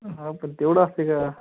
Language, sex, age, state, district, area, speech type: Marathi, male, 18-30, Maharashtra, Hingoli, urban, conversation